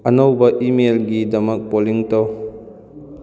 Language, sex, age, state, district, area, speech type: Manipuri, male, 18-30, Manipur, Kakching, rural, read